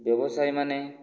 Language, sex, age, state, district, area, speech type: Odia, male, 18-30, Odisha, Kandhamal, rural, spontaneous